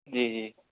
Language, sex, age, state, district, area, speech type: Urdu, male, 18-30, Uttar Pradesh, Siddharthnagar, rural, conversation